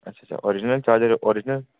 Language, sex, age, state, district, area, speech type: Dogri, male, 30-45, Jammu and Kashmir, Udhampur, urban, conversation